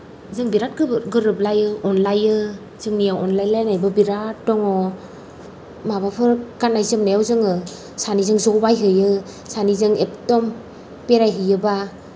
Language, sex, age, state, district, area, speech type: Bodo, female, 30-45, Assam, Kokrajhar, rural, spontaneous